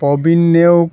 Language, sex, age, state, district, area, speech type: Assamese, male, 45-60, Assam, Dhemaji, rural, spontaneous